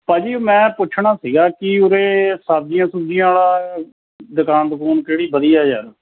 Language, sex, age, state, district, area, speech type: Punjabi, male, 18-30, Punjab, Shaheed Bhagat Singh Nagar, rural, conversation